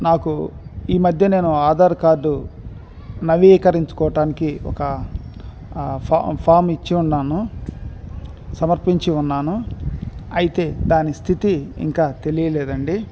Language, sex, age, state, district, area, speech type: Telugu, male, 30-45, Andhra Pradesh, Bapatla, urban, spontaneous